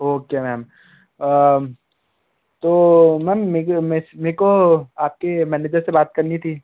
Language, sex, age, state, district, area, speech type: Hindi, male, 18-30, Madhya Pradesh, Betul, urban, conversation